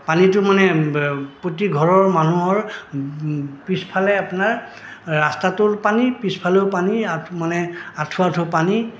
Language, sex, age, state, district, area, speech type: Assamese, male, 60+, Assam, Goalpara, rural, spontaneous